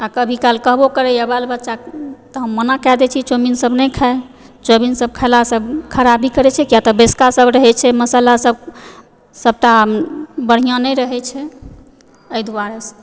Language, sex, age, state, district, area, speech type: Maithili, female, 45-60, Bihar, Supaul, rural, spontaneous